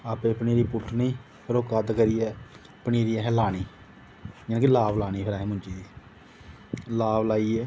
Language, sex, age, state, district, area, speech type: Dogri, male, 30-45, Jammu and Kashmir, Jammu, rural, spontaneous